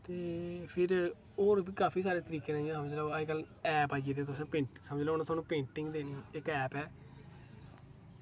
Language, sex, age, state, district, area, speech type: Dogri, male, 18-30, Jammu and Kashmir, Kathua, rural, spontaneous